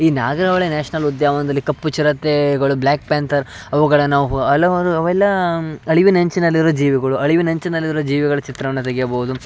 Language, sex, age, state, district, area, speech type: Kannada, male, 18-30, Karnataka, Uttara Kannada, rural, spontaneous